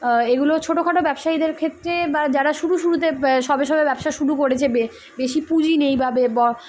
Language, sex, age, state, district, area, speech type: Bengali, female, 18-30, West Bengal, Kolkata, urban, spontaneous